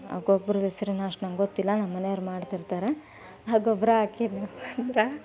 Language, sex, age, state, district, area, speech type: Kannada, female, 18-30, Karnataka, Koppal, rural, spontaneous